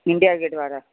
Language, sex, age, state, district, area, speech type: Sindhi, female, 45-60, Delhi, South Delhi, urban, conversation